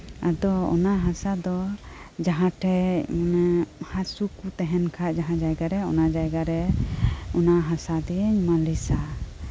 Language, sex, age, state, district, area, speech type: Santali, female, 30-45, West Bengal, Birbhum, rural, spontaneous